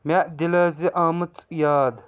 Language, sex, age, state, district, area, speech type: Kashmiri, male, 30-45, Jammu and Kashmir, Srinagar, urban, read